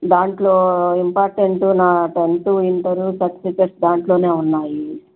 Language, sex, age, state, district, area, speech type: Telugu, female, 45-60, Andhra Pradesh, Bapatla, urban, conversation